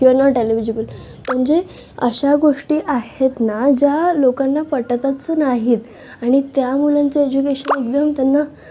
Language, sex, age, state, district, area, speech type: Marathi, female, 18-30, Maharashtra, Thane, urban, spontaneous